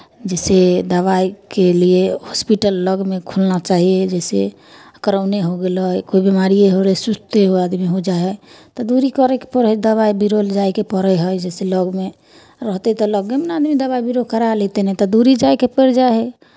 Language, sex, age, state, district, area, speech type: Maithili, female, 30-45, Bihar, Samastipur, rural, spontaneous